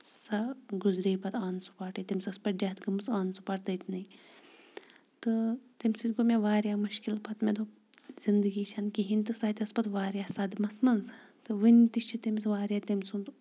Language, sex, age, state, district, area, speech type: Kashmiri, female, 30-45, Jammu and Kashmir, Shopian, urban, spontaneous